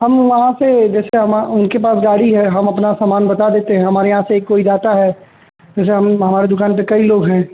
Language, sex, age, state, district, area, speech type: Hindi, male, 18-30, Uttar Pradesh, Azamgarh, rural, conversation